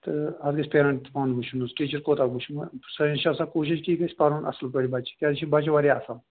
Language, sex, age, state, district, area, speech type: Kashmiri, male, 45-60, Jammu and Kashmir, Kupwara, urban, conversation